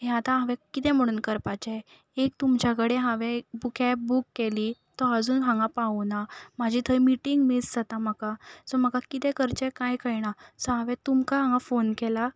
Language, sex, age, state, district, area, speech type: Goan Konkani, female, 18-30, Goa, Ponda, rural, spontaneous